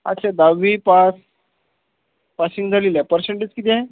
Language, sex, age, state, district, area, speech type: Marathi, male, 45-60, Maharashtra, Akola, rural, conversation